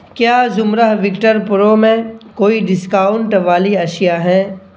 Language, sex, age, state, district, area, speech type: Urdu, male, 18-30, Bihar, Purnia, rural, read